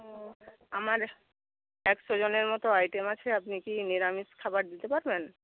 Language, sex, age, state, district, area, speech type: Bengali, female, 45-60, West Bengal, Bankura, rural, conversation